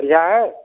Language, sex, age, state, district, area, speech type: Hindi, male, 60+, Uttar Pradesh, Lucknow, urban, conversation